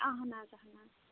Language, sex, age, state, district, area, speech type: Kashmiri, female, 18-30, Jammu and Kashmir, Kulgam, rural, conversation